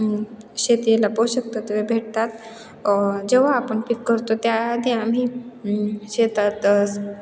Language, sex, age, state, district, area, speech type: Marathi, female, 18-30, Maharashtra, Ahmednagar, rural, spontaneous